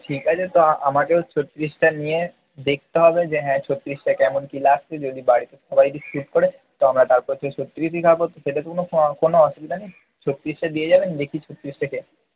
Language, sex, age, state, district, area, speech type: Bengali, male, 30-45, West Bengal, Purba Bardhaman, urban, conversation